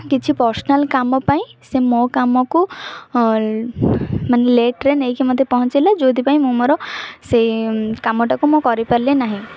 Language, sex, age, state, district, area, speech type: Odia, female, 18-30, Odisha, Kendrapara, urban, spontaneous